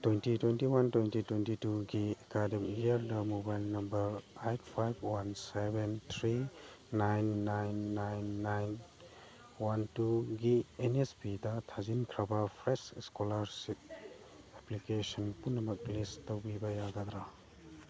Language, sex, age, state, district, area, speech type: Manipuri, male, 45-60, Manipur, Churachandpur, urban, read